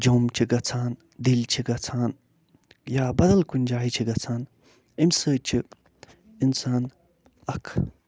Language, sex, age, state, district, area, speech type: Kashmiri, male, 45-60, Jammu and Kashmir, Budgam, urban, spontaneous